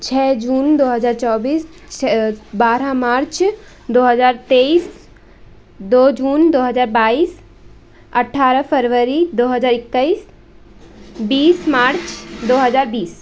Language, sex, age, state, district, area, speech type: Hindi, female, 18-30, Madhya Pradesh, Seoni, urban, spontaneous